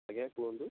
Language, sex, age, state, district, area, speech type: Odia, male, 18-30, Odisha, Kendujhar, urban, conversation